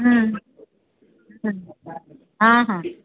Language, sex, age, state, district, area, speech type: Odia, female, 30-45, Odisha, Koraput, urban, conversation